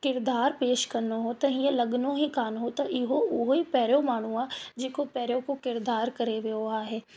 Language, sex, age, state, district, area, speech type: Sindhi, female, 18-30, Rajasthan, Ajmer, urban, spontaneous